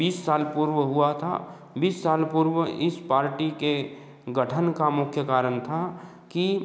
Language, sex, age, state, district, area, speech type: Hindi, male, 30-45, Madhya Pradesh, Betul, rural, spontaneous